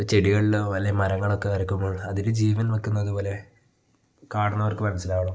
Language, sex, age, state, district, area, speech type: Malayalam, male, 30-45, Kerala, Wayanad, rural, spontaneous